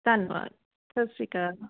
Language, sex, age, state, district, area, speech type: Punjabi, female, 45-60, Punjab, Fatehgarh Sahib, rural, conversation